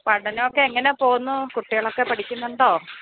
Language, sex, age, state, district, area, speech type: Malayalam, female, 30-45, Kerala, Kollam, rural, conversation